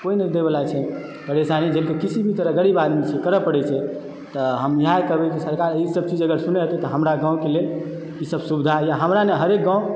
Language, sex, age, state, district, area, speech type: Maithili, male, 30-45, Bihar, Supaul, rural, spontaneous